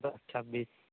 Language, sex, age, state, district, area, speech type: Santali, male, 18-30, West Bengal, Bankura, rural, conversation